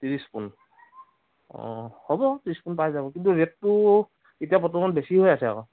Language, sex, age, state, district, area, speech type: Assamese, male, 45-60, Assam, Dhemaji, rural, conversation